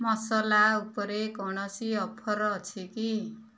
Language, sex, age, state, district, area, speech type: Odia, female, 60+, Odisha, Kandhamal, rural, read